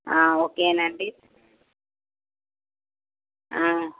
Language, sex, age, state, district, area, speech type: Telugu, female, 30-45, Telangana, Peddapalli, rural, conversation